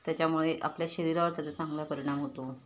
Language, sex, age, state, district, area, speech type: Marathi, female, 30-45, Maharashtra, Ratnagiri, rural, spontaneous